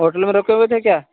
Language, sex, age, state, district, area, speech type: Urdu, male, 18-30, Uttar Pradesh, Saharanpur, urban, conversation